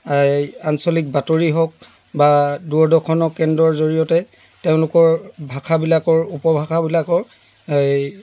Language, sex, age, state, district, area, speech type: Assamese, male, 60+, Assam, Dibrugarh, rural, spontaneous